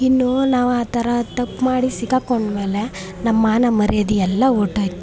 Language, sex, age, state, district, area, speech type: Kannada, female, 18-30, Karnataka, Chamarajanagar, urban, spontaneous